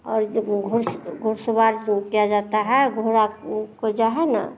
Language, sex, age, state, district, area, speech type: Hindi, female, 45-60, Bihar, Madhepura, rural, spontaneous